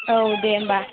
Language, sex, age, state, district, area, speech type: Bodo, female, 18-30, Assam, Kokrajhar, rural, conversation